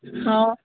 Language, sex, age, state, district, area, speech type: Odia, female, 18-30, Odisha, Sundergarh, urban, conversation